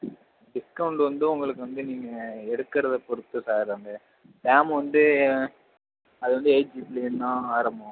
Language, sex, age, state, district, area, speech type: Tamil, male, 30-45, Tamil Nadu, Mayiladuthurai, urban, conversation